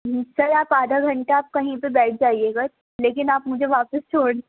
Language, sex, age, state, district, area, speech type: Urdu, female, 18-30, Delhi, Central Delhi, urban, conversation